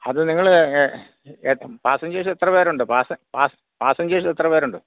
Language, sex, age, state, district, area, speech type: Malayalam, male, 45-60, Kerala, Kottayam, rural, conversation